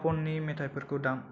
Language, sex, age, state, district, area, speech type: Bodo, male, 18-30, Assam, Kokrajhar, urban, read